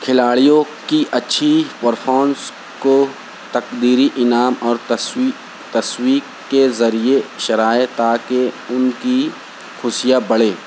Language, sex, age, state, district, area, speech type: Urdu, male, 30-45, Maharashtra, Nashik, urban, spontaneous